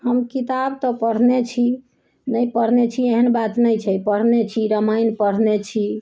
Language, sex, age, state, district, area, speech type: Maithili, female, 60+, Bihar, Sitamarhi, rural, spontaneous